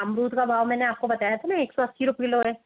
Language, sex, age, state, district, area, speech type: Hindi, female, 60+, Rajasthan, Jaipur, urban, conversation